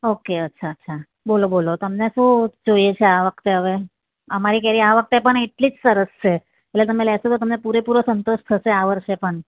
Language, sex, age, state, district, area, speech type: Gujarati, female, 45-60, Gujarat, Surat, urban, conversation